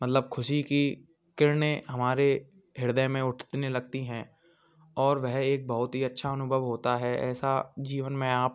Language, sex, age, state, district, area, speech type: Hindi, male, 18-30, Rajasthan, Bharatpur, urban, spontaneous